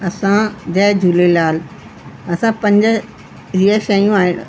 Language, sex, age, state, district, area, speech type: Sindhi, female, 45-60, Delhi, South Delhi, urban, spontaneous